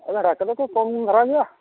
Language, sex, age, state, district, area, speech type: Santali, male, 45-60, Odisha, Mayurbhanj, rural, conversation